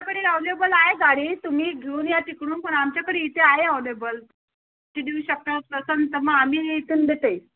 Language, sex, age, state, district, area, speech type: Marathi, female, 30-45, Maharashtra, Thane, urban, conversation